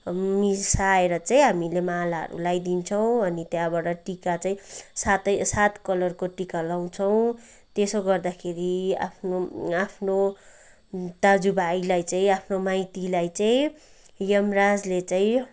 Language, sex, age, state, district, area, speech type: Nepali, female, 30-45, West Bengal, Kalimpong, rural, spontaneous